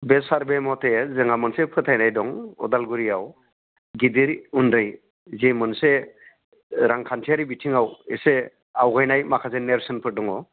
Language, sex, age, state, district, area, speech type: Bodo, male, 60+, Assam, Udalguri, urban, conversation